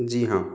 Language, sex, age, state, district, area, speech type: Hindi, male, 45-60, Rajasthan, Jaipur, urban, spontaneous